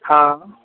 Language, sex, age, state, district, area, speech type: Maithili, male, 18-30, Bihar, Madhepura, rural, conversation